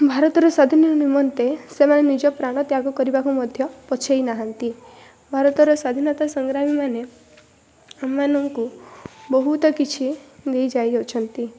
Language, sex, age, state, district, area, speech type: Odia, female, 18-30, Odisha, Rayagada, rural, spontaneous